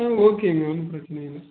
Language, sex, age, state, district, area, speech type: Tamil, male, 18-30, Tamil Nadu, Erode, rural, conversation